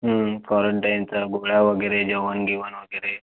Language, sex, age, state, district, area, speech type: Marathi, male, 18-30, Maharashtra, Buldhana, rural, conversation